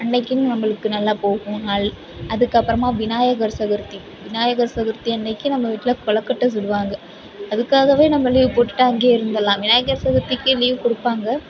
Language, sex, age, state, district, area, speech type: Tamil, female, 18-30, Tamil Nadu, Mayiladuthurai, rural, spontaneous